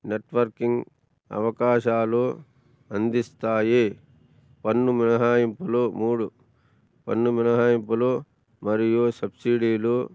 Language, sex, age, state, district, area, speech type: Telugu, male, 45-60, Andhra Pradesh, Annamaya, rural, spontaneous